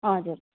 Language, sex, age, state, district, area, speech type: Nepali, female, 45-60, West Bengal, Darjeeling, rural, conversation